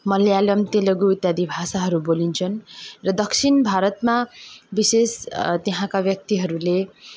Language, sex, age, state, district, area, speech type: Nepali, female, 30-45, West Bengal, Darjeeling, rural, spontaneous